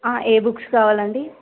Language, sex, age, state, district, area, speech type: Telugu, female, 18-30, Telangana, Nalgonda, urban, conversation